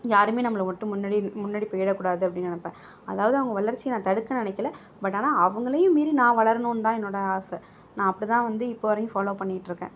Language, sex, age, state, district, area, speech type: Tamil, female, 30-45, Tamil Nadu, Mayiladuthurai, rural, spontaneous